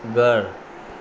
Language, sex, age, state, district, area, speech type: Sindhi, male, 30-45, Maharashtra, Thane, urban, read